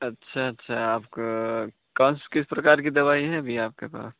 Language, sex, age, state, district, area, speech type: Hindi, male, 18-30, Uttar Pradesh, Pratapgarh, rural, conversation